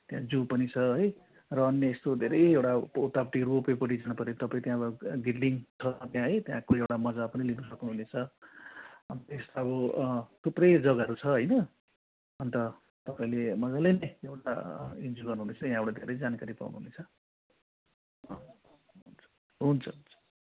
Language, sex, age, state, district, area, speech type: Nepali, male, 45-60, West Bengal, Darjeeling, rural, conversation